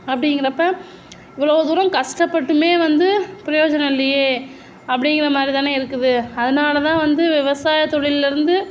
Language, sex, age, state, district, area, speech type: Tamil, female, 45-60, Tamil Nadu, Sivaganga, rural, spontaneous